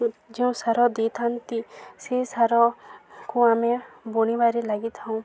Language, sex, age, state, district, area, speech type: Odia, female, 18-30, Odisha, Balangir, urban, spontaneous